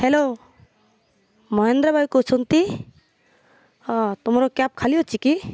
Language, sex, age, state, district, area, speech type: Odia, female, 30-45, Odisha, Malkangiri, urban, spontaneous